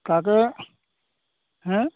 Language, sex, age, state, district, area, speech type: Assamese, male, 60+, Assam, Dhemaji, rural, conversation